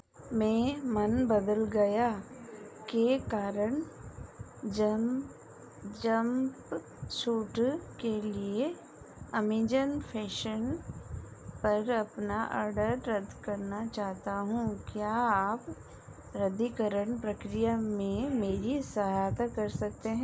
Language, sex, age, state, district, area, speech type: Hindi, female, 45-60, Madhya Pradesh, Chhindwara, rural, read